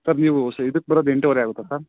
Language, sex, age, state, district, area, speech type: Kannada, male, 18-30, Karnataka, Chikkamagaluru, rural, conversation